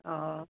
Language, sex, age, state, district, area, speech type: Assamese, female, 30-45, Assam, Jorhat, urban, conversation